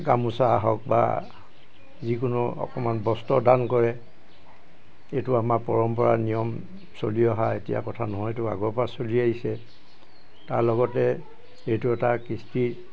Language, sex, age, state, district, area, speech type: Assamese, male, 60+, Assam, Dibrugarh, urban, spontaneous